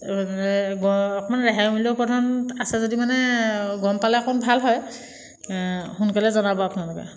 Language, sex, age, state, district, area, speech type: Assamese, female, 30-45, Assam, Jorhat, urban, spontaneous